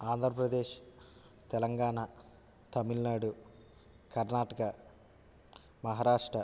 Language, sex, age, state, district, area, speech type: Telugu, male, 30-45, Andhra Pradesh, West Godavari, rural, spontaneous